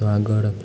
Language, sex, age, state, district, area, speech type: Gujarati, male, 18-30, Gujarat, Amreli, rural, spontaneous